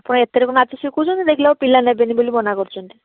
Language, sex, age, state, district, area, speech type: Odia, female, 30-45, Odisha, Balasore, rural, conversation